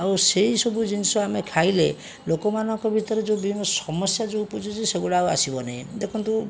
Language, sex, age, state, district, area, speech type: Odia, male, 60+, Odisha, Jajpur, rural, spontaneous